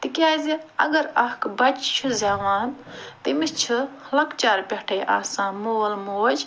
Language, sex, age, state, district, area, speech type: Kashmiri, female, 45-60, Jammu and Kashmir, Ganderbal, urban, spontaneous